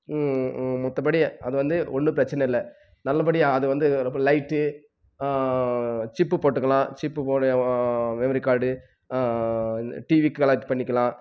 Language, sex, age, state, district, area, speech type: Tamil, male, 18-30, Tamil Nadu, Krishnagiri, rural, spontaneous